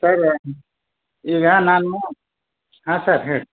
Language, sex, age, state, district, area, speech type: Kannada, male, 60+, Karnataka, Bidar, urban, conversation